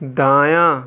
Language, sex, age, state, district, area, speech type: Urdu, male, 30-45, Uttar Pradesh, Balrampur, rural, read